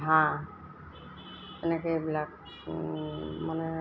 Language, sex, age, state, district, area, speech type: Assamese, female, 60+, Assam, Golaghat, urban, spontaneous